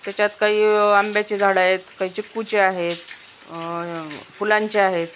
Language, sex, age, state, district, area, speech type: Marathi, female, 45-60, Maharashtra, Osmanabad, rural, spontaneous